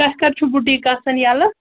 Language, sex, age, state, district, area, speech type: Kashmiri, female, 18-30, Jammu and Kashmir, Pulwama, rural, conversation